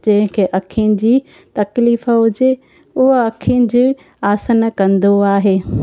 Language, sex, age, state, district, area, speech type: Sindhi, female, 30-45, Gujarat, Junagadh, urban, spontaneous